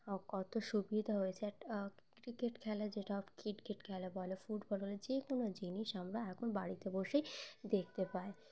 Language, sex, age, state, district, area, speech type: Bengali, female, 18-30, West Bengal, Uttar Dinajpur, urban, spontaneous